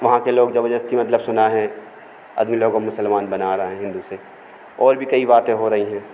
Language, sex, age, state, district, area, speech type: Hindi, male, 45-60, Madhya Pradesh, Hoshangabad, urban, spontaneous